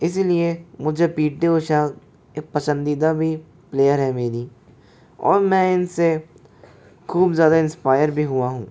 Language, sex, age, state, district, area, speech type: Hindi, male, 60+, Rajasthan, Jaipur, urban, spontaneous